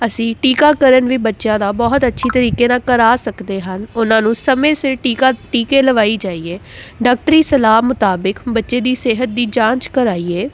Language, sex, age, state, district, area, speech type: Punjabi, female, 18-30, Punjab, Jalandhar, urban, spontaneous